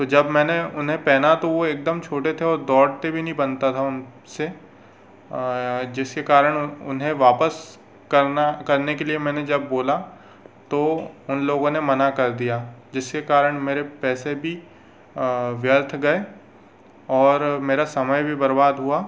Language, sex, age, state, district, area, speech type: Hindi, male, 18-30, Madhya Pradesh, Bhopal, urban, spontaneous